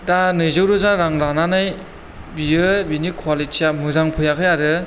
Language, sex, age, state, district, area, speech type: Bodo, female, 18-30, Assam, Chirang, rural, spontaneous